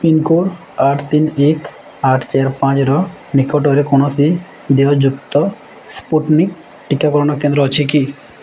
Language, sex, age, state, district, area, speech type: Odia, male, 18-30, Odisha, Bargarh, urban, read